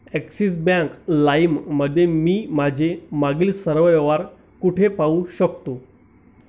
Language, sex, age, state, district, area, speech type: Marathi, male, 30-45, Maharashtra, Amravati, rural, read